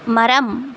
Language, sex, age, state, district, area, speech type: Tamil, female, 30-45, Tamil Nadu, Tiruvallur, urban, read